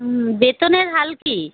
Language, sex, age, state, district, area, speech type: Bengali, female, 30-45, West Bengal, Alipurduar, rural, conversation